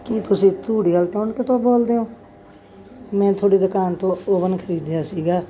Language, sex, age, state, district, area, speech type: Punjabi, female, 60+, Punjab, Bathinda, urban, spontaneous